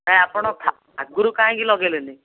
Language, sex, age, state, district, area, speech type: Odia, male, 18-30, Odisha, Cuttack, urban, conversation